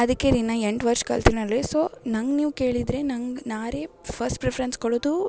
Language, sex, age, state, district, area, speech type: Kannada, female, 18-30, Karnataka, Gulbarga, urban, spontaneous